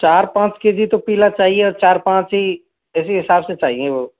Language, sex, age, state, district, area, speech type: Hindi, male, 18-30, Rajasthan, Jaipur, urban, conversation